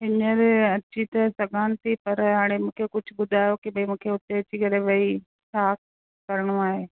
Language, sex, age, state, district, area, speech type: Sindhi, female, 30-45, Rajasthan, Ajmer, urban, conversation